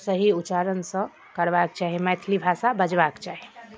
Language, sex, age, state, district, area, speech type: Maithili, female, 18-30, Bihar, Darbhanga, rural, spontaneous